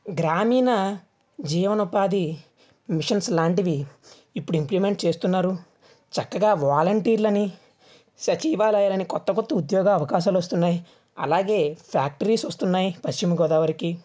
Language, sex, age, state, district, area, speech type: Telugu, male, 45-60, Andhra Pradesh, West Godavari, rural, spontaneous